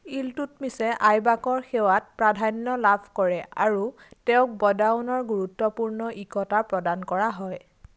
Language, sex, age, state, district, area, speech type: Assamese, female, 18-30, Assam, Biswanath, rural, read